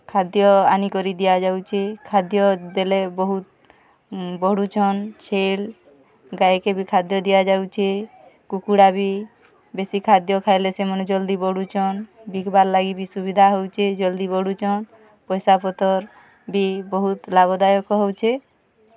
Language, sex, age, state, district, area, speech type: Odia, female, 45-60, Odisha, Kalahandi, rural, spontaneous